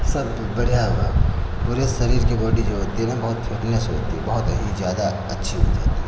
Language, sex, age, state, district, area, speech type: Hindi, male, 45-60, Uttar Pradesh, Lucknow, rural, spontaneous